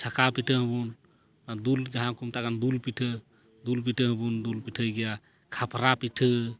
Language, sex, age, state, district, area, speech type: Santali, male, 30-45, West Bengal, Paschim Bardhaman, rural, spontaneous